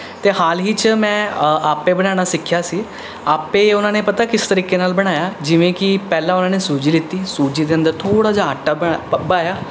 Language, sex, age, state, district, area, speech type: Punjabi, male, 18-30, Punjab, Rupnagar, urban, spontaneous